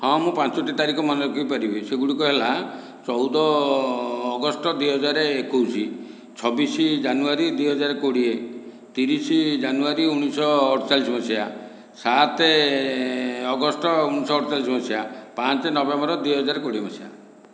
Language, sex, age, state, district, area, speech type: Odia, male, 60+, Odisha, Khordha, rural, spontaneous